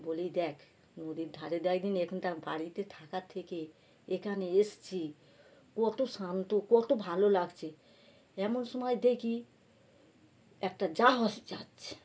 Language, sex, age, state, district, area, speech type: Bengali, female, 60+, West Bengal, North 24 Parganas, urban, spontaneous